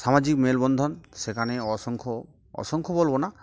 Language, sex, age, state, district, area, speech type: Bengali, male, 45-60, West Bengal, Uttar Dinajpur, urban, spontaneous